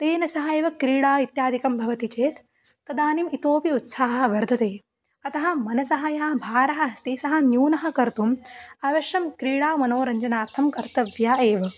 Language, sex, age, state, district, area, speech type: Sanskrit, female, 18-30, Maharashtra, Sindhudurg, rural, spontaneous